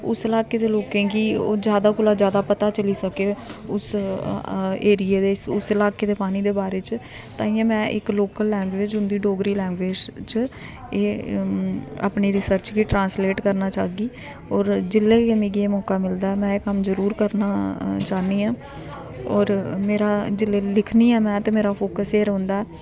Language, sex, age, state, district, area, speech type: Dogri, female, 18-30, Jammu and Kashmir, Kathua, rural, spontaneous